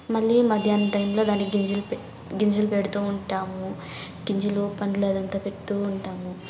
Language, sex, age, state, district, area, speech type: Telugu, female, 18-30, Andhra Pradesh, Sri Balaji, rural, spontaneous